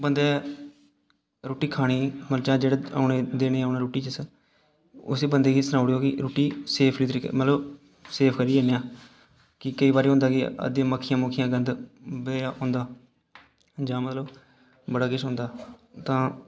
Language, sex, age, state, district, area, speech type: Dogri, male, 18-30, Jammu and Kashmir, Udhampur, rural, spontaneous